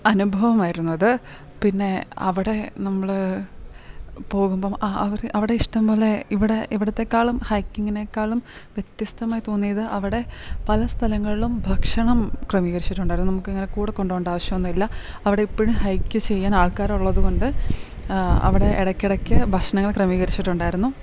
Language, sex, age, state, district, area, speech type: Malayalam, female, 30-45, Kerala, Idukki, rural, spontaneous